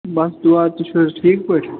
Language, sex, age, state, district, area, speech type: Kashmiri, male, 30-45, Jammu and Kashmir, Srinagar, urban, conversation